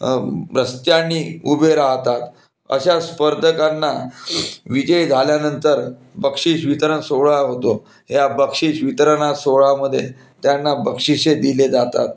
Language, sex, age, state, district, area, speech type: Marathi, male, 45-60, Maharashtra, Wardha, urban, spontaneous